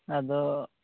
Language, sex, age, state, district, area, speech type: Santali, male, 18-30, Jharkhand, Pakur, rural, conversation